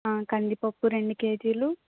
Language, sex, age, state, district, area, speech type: Telugu, female, 18-30, Andhra Pradesh, Kakinada, rural, conversation